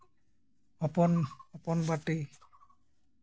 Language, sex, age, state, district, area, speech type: Santali, male, 45-60, West Bengal, Jhargram, rural, spontaneous